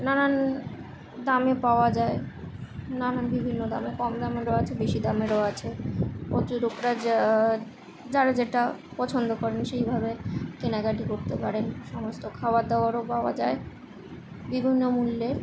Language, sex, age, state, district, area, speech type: Bengali, female, 18-30, West Bengal, Kolkata, urban, spontaneous